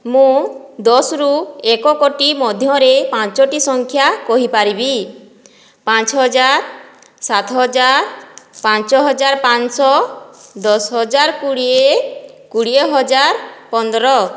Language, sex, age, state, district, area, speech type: Odia, female, 45-60, Odisha, Boudh, rural, spontaneous